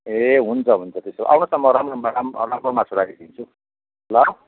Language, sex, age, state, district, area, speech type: Nepali, male, 45-60, West Bengal, Kalimpong, rural, conversation